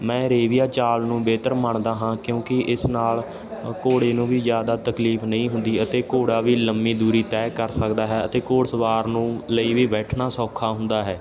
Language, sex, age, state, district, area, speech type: Punjabi, male, 18-30, Punjab, Ludhiana, rural, spontaneous